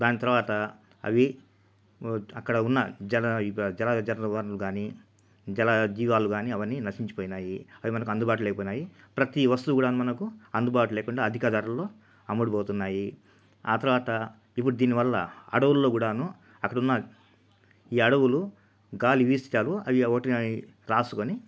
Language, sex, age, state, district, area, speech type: Telugu, male, 45-60, Andhra Pradesh, Nellore, urban, spontaneous